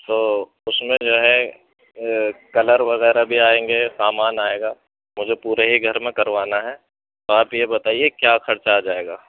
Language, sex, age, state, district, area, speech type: Urdu, male, 45-60, Uttar Pradesh, Gautam Buddha Nagar, rural, conversation